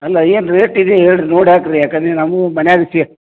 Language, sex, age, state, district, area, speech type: Kannada, male, 60+, Karnataka, Koppal, rural, conversation